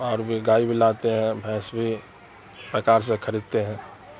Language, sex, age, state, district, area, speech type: Urdu, male, 45-60, Bihar, Darbhanga, rural, spontaneous